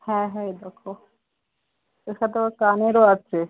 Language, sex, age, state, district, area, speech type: Bengali, female, 45-60, West Bengal, Hooghly, rural, conversation